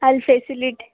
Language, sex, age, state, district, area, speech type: Kannada, female, 18-30, Karnataka, Mandya, rural, conversation